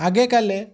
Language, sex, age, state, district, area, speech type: Odia, male, 45-60, Odisha, Bargarh, rural, spontaneous